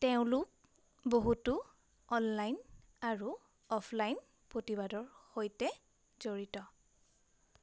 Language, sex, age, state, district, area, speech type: Assamese, female, 18-30, Assam, Majuli, urban, read